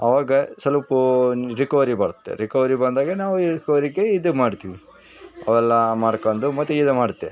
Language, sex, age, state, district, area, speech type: Kannada, male, 30-45, Karnataka, Vijayanagara, rural, spontaneous